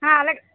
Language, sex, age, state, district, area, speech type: Telugu, female, 30-45, Andhra Pradesh, Visakhapatnam, urban, conversation